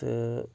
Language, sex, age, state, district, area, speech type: Kashmiri, male, 18-30, Jammu and Kashmir, Anantnag, rural, spontaneous